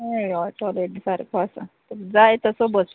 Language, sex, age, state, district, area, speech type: Goan Konkani, female, 30-45, Goa, Quepem, rural, conversation